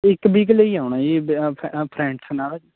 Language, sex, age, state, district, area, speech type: Punjabi, male, 18-30, Punjab, Mohali, rural, conversation